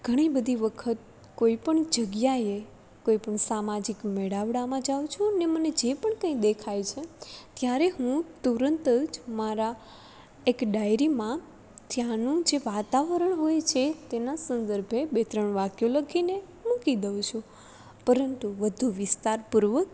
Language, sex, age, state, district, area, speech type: Gujarati, female, 18-30, Gujarat, Rajkot, rural, spontaneous